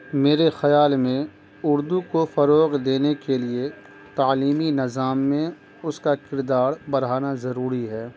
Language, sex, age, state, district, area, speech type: Urdu, male, 30-45, Bihar, Madhubani, rural, spontaneous